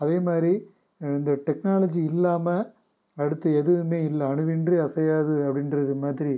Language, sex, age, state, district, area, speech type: Tamil, male, 30-45, Tamil Nadu, Pudukkottai, rural, spontaneous